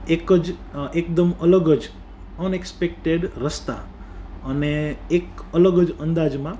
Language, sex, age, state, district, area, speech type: Gujarati, male, 30-45, Gujarat, Rajkot, urban, spontaneous